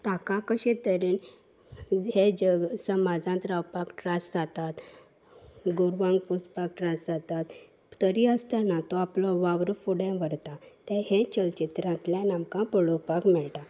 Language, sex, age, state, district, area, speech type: Goan Konkani, female, 18-30, Goa, Salcete, urban, spontaneous